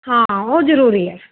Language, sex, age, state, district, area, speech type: Punjabi, female, 45-60, Punjab, Mohali, urban, conversation